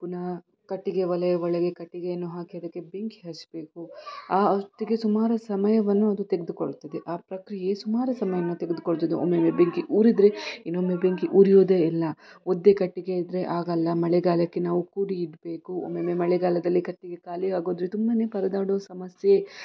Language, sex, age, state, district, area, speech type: Kannada, female, 30-45, Karnataka, Shimoga, rural, spontaneous